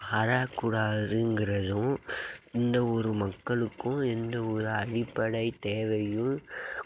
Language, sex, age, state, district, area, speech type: Tamil, male, 18-30, Tamil Nadu, Mayiladuthurai, urban, spontaneous